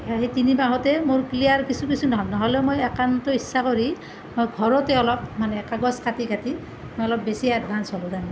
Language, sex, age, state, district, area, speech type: Assamese, female, 30-45, Assam, Nalbari, rural, spontaneous